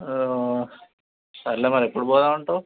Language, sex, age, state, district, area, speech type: Telugu, male, 18-30, Telangana, Hyderabad, rural, conversation